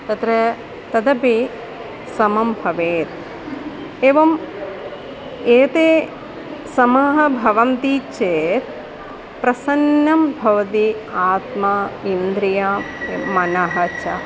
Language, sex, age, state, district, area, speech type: Sanskrit, female, 45-60, Kerala, Kollam, rural, spontaneous